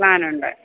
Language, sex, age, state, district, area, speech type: Malayalam, female, 30-45, Kerala, Kottayam, urban, conversation